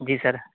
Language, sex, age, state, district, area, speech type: Urdu, male, 18-30, Uttar Pradesh, Saharanpur, urban, conversation